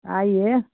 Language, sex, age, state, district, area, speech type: Hindi, female, 60+, Bihar, Samastipur, rural, conversation